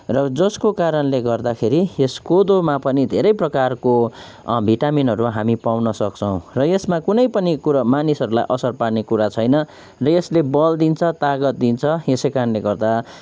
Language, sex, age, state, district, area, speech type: Nepali, male, 30-45, West Bengal, Kalimpong, rural, spontaneous